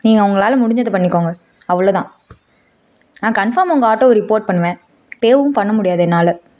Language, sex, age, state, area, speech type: Tamil, female, 18-30, Tamil Nadu, urban, spontaneous